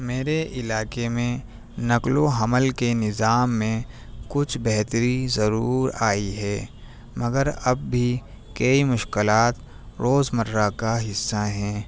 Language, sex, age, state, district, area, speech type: Urdu, male, 30-45, Delhi, New Delhi, urban, spontaneous